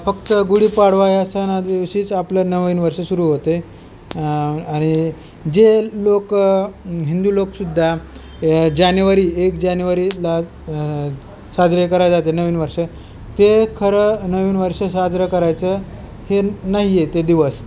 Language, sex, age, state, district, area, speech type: Marathi, male, 30-45, Maharashtra, Beed, urban, spontaneous